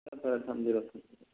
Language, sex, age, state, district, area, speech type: Manipuri, male, 60+, Manipur, Thoubal, rural, conversation